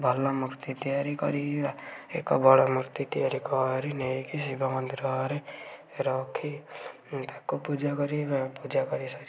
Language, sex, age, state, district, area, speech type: Odia, male, 18-30, Odisha, Kendujhar, urban, spontaneous